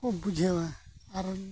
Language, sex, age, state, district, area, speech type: Santali, male, 45-60, Odisha, Mayurbhanj, rural, spontaneous